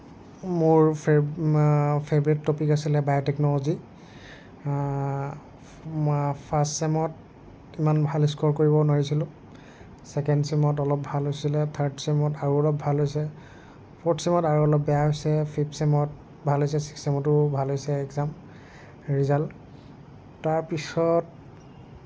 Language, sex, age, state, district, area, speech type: Assamese, male, 45-60, Assam, Nagaon, rural, spontaneous